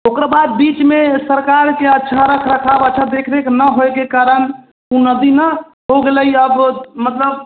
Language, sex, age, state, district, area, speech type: Maithili, female, 18-30, Bihar, Sitamarhi, rural, conversation